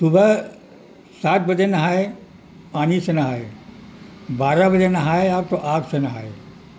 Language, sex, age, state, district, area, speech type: Urdu, male, 60+, Uttar Pradesh, Mirzapur, rural, spontaneous